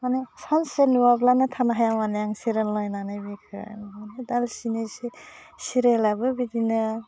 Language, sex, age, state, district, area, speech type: Bodo, female, 30-45, Assam, Udalguri, urban, spontaneous